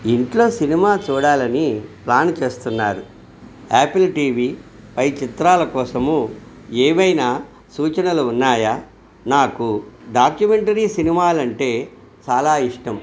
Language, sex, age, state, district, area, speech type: Telugu, male, 45-60, Andhra Pradesh, Krishna, rural, read